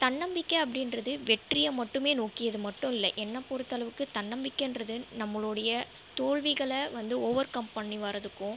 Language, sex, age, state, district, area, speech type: Tamil, female, 18-30, Tamil Nadu, Viluppuram, rural, spontaneous